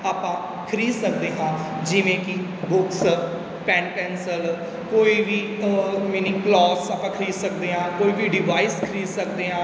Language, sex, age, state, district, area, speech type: Punjabi, male, 18-30, Punjab, Mansa, rural, spontaneous